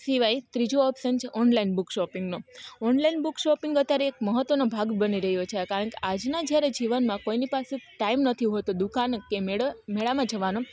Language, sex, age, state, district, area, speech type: Gujarati, female, 30-45, Gujarat, Rajkot, rural, spontaneous